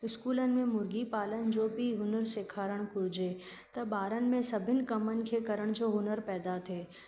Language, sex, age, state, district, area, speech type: Sindhi, female, 30-45, Rajasthan, Ajmer, urban, spontaneous